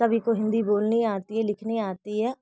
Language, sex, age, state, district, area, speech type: Hindi, female, 30-45, Uttar Pradesh, Bhadohi, rural, spontaneous